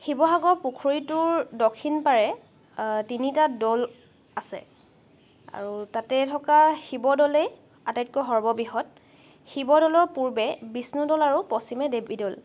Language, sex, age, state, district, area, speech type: Assamese, female, 18-30, Assam, Charaideo, urban, spontaneous